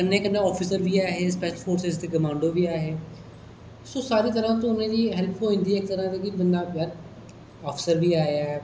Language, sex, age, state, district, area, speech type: Dogri, male, 30-45, Jammu and Kashmir, Kathua, rural, spontaneous